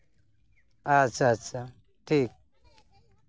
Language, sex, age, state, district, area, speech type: Santali, male, 30-45, West Bengal, Purulia, rural, spontaneous